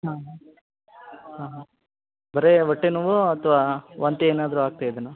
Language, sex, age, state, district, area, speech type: Kannada, male, 18-30, Karnataka, Koppal, rural, conversation